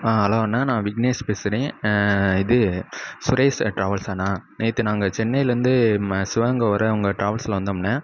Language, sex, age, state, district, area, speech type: Tamil, male, 18-30, Tamil Nadu, Sivaganga, rural, spontaneous